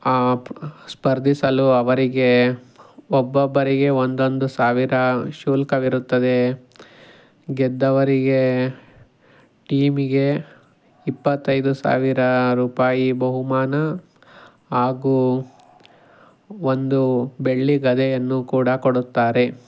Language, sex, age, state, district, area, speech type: Kannada, male, 18-30, Karnataka, Tumkur, rural, spontaneous